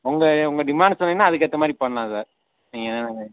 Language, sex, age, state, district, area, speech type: Tamil, male, 30-45, Tamil Nadu, Madurai, urban, conversation